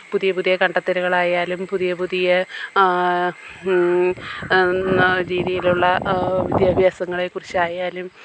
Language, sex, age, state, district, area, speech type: Malayalam, female, 30-45, Kerala, Kollam, rural, spontaneous